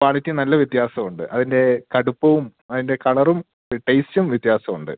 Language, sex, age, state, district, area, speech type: Malayalam, male, 18-30, Kerala, Idukki, rural, conversation